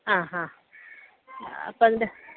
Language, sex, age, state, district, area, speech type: Malayalam, female, 30-45, Kerala, Idukki, rural, conversation